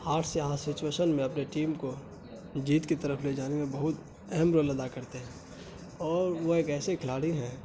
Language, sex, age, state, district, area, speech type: Urdu, male, 18-30, Bihar, Saharsa, rural, spontaneous